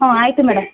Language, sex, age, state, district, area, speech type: Kannada, female, 30-45, Karnataka, Chamarajanagar, rural, conversation